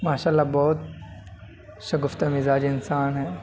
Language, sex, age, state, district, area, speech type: Urdu, male, 18-30, Delhi, North West Delhi, urban, spontaneous